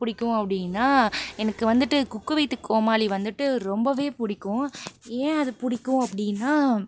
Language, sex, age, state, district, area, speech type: Tamil, female, 18-30, Tamil Nadu, Pudukkottai, rural, spontaneous